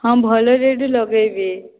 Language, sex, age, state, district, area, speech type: Odia, female, 18-30, Odisha, Boudh, rural, conversation